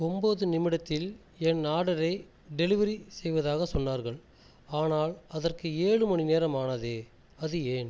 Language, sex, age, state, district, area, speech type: Tamil, male, 45-60, Tamil Nadu, Tiruchirappalli, rural, read